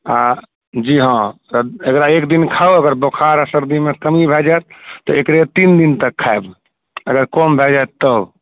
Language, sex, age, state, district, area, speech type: Maithili, male, 30-45, Bihar, Purnia, rural, conversation